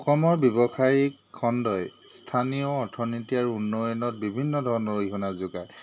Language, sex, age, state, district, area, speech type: Assamese, male, 30-45, Assam, Jorhat, urban, spontaneous